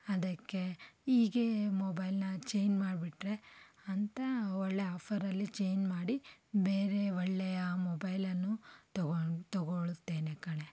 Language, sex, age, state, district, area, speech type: Kannada, female, 30-45, Karnataka, Davanagere, urban, spontaneous